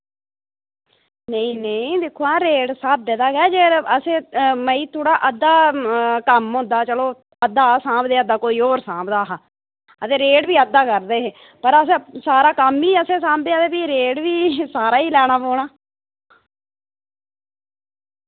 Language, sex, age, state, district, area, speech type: Dogri, female, 30-45, Jammu and Kashmir, Reasi, rural, conversation